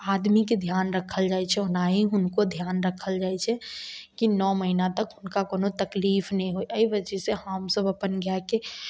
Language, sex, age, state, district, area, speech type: Maithili, female, 18-30, Bihar, Samastipur, urban, spontaneous